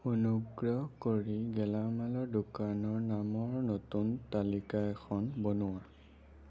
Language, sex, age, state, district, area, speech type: Assamese, male, 18-30, Assam, Sonitpur, urban, read